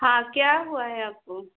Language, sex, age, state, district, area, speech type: Hindi, female, 30-45, Uttar Pradesh, Chandauli, urban, conversation